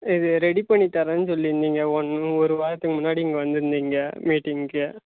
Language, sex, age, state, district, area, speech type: Tamil, male, 18-30, Tamil Nadu, Kallakurichi, rural, conversation